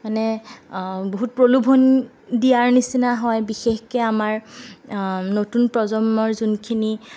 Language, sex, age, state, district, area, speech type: Assamese, female, 18-30, Assam, Sonitpur, rural, spontaneous